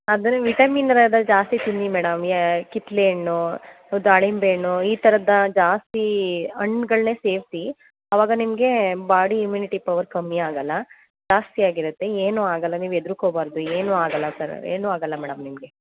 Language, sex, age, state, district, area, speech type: Kannada, female, 18-30, Karnataka, Mandya, rural, conversation